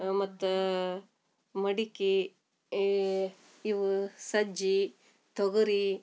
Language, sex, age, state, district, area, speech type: Kannada, female, 45-60, Karnataka, Gadag, rural, spontaneous